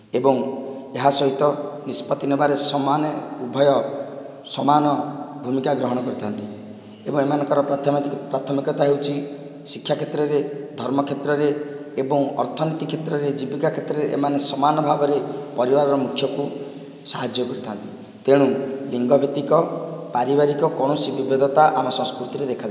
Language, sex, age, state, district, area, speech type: Odia, male, 45-60, Odisha, Nayagarh, rural, spontaneous